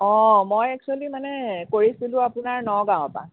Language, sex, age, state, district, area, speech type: Assamese, female, 45-60, Assam, Sonitpur, urban, conversation